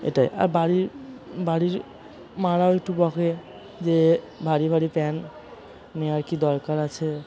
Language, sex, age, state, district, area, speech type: Bengali, male, 30-45, West Bengal, Purba Bardhaman, urban, spontaneous